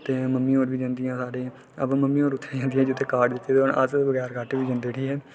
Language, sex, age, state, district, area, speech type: Dogri, male, 18-30, Jammu and Kashmir, Udhampur, rural, spontaneous